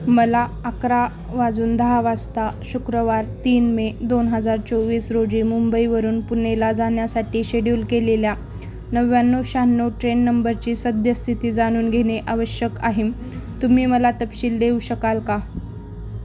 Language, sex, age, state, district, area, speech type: Marathi, female, 18-30, Maharashtra, Osmanabad, rural, read